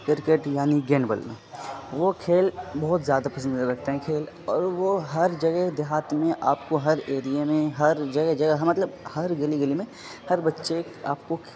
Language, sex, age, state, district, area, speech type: Urdu, male, 30-45, Bihar, Khagaria, rural, spontaneous